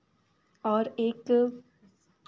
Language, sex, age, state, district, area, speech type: Hindi, female, 18-30, Madhya Pradesh, Chhindwara, urban, spontaneous